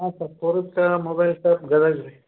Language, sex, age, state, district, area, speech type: Kannada, male, 30-45, Karnataka, Gadag, rural, conversation